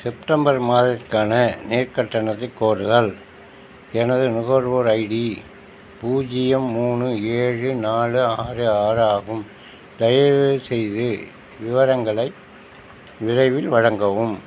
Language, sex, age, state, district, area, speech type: Tamil, male, 60+, Tamil Nadu, Nagapattinam, rural, read